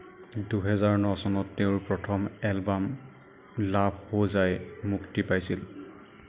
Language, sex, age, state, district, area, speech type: Assamese, male, 30-45, Assam, Nagaon, rural, read